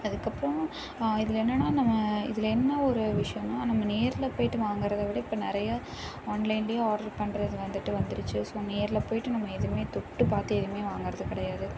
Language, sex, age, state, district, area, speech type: Tamil, female, 18-30, Tamil Nadu, Karur, rural, spontaneous